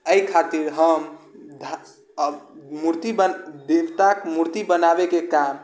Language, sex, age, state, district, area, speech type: Maithili, male, 18-30, Bihar, Sitamarhi, urban, spontaneous